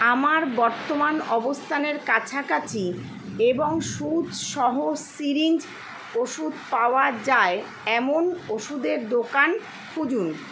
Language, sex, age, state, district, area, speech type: Bengali, female, 45-60, West Bengal, Kolkata, urban, read